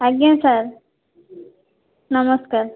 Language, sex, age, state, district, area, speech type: Odia, female, 60+, Odisha, Kandhamal, rural, conversation